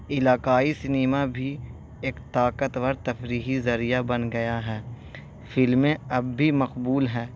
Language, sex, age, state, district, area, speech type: Urdu, male, 18-30, Bihar, Gaya, urban, spontaneous